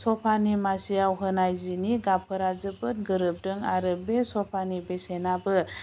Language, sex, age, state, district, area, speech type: Bodo, female, 45-60, Assam, Chirang, rural, spontaneous